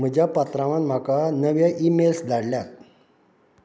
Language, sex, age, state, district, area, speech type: Goan Konkani, male, 45-60, Goa, Canacona, rural, read